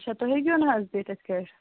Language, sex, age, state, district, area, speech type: Kashmiri, female, 18-30, Jammu and Kashmir, Bandipora, rural, conversation